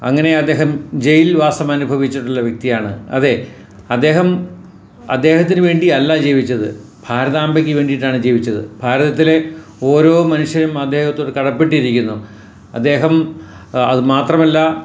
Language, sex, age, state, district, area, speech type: Malayalam, male, 60+, Kerala, Ernakulam, rural, spontaneous